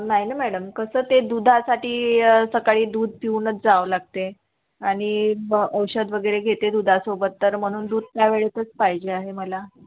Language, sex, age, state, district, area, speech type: Marathi, female, 30-45, Maharashtra, Nagpur, urban, conversation